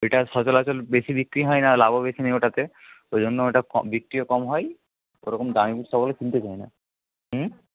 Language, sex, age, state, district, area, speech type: Bengali, male, 30-45, West Bengal, Nadia, rural, conversation